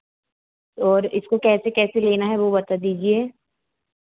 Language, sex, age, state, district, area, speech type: Hindi, female, 18-30, Madhya Pradesh, Chhindwara, urban, conversation